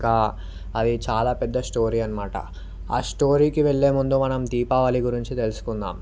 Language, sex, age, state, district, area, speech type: Telugu, male, 18-30, Telangana, Vikarabad, urban, spontaneous